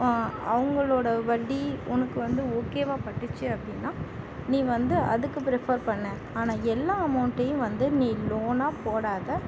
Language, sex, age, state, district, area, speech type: Tamil, female, 30-45, Tamil Nadu, Tiruvarur, urban, spontaneous